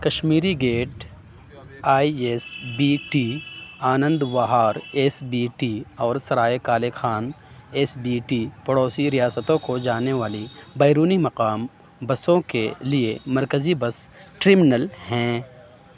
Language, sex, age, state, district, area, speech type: Urdu, male, 30-45, Uttar Pradesh, Aligarh, rural, read